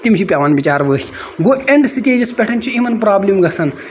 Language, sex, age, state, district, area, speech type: Kashmiri, male, 18-30, Jammu and Kashmir, Ganderbal, rural, spontaneous